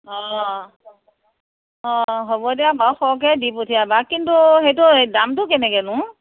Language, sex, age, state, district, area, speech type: Assamese, female, 45-60, Assam, Morigaon, rural, conversation